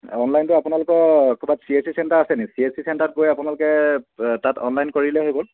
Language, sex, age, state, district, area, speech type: Assamese, male, 30-45, Assam, Sivasagar, rural, conversation